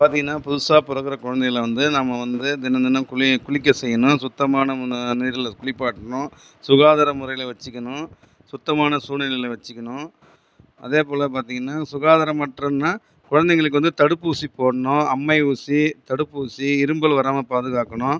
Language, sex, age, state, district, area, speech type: Tamil, male, 45-60, Tamil Nadu, Viluppuram, rural, spontaneous